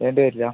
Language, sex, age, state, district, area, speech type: Malayalam, male, 30-45, Kerala, Wayanad, rural, conversation